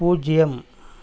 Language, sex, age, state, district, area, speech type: Tamil, male, 45-60, Tamil Nadu, Coimbatore, rural, read